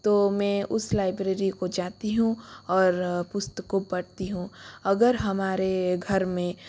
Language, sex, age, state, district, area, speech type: Hindi, female, 30-45, Rajasthan, Jodhpur, rural, spontaneous